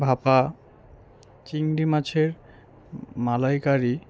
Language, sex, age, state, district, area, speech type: Bengali, male, 18-30, West Bengal, Alipurduar, rural, spontaneous